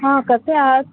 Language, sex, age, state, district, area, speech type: Marathi, female, 45-60, Maharashtra, Thane, rural, conversation